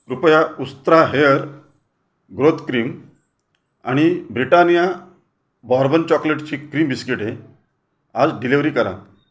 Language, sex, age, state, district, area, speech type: Marathi, male, 45-60, Maharashtra, Raigad, rural, read